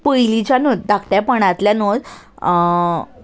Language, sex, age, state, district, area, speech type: Goan Konkani, female, 18-30, Goa, Salcete, urban, spontaneous